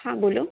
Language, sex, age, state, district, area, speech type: Gujarati, female, 18-30, Gujarat, Anand, urban, conversation